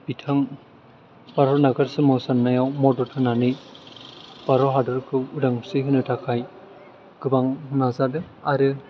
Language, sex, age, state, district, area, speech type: Bodo, male, 18-30, Assam, Chirang, urban, spontaneous